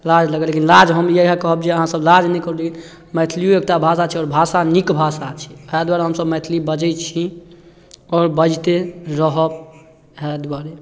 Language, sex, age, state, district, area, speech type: Maithili, male, 18-30, Bihar, Darbhanga, rural, spontaneous